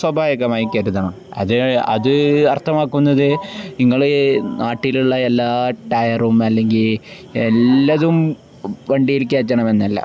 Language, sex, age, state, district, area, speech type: Malayalam, male, 18-30, Kerala, Kozhikode, rural, spontaneous